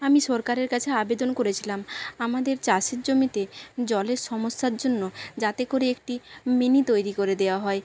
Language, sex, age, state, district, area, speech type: Bengali, female, 45-60, West Bengal, Jhargram, rural, spontaneous